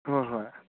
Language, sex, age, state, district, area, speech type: Manipuri, male, 45-60, Manipur, Kangpokpi, urban, conversation